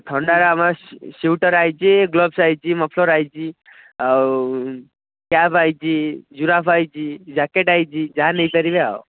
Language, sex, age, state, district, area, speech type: Odia, male, 18-30, Odisha, Kendrapara, urban, conversation